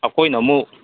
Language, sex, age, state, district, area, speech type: Manipuri, male, 45-60, Manipur, Kangpokpi, urban, conversation